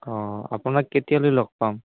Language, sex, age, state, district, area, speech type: Assamese, male, 18-30, Assam, Barpeta, rural, conversation